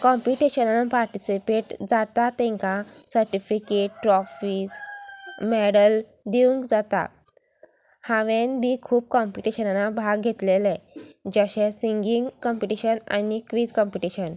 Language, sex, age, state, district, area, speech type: Goan Konkani, female, 18-30, Goa, Sanguem, rural, spontaneous